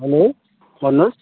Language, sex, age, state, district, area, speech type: Nepali, male, 18-30, West Bengal, Alipurduar, urban, conversation